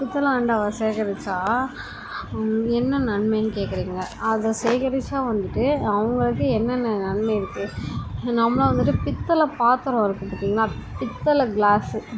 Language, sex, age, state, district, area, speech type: Tamil, female, 18-30, Tamil Nadu, Chennai, urban, spontaneous